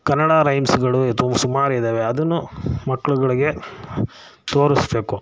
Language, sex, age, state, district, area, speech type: Kannada, male, 45-60, Karnataka, Mysore, rural, spontaneous